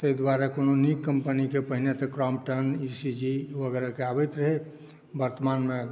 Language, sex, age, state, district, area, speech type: Maithili, male, 60+, Bihar, Saharsa, urban, spontaneous